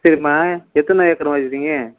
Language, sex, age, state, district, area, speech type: Tamil, male, 30-45, Tamil Nadu, Nagapattinam, rural, conversation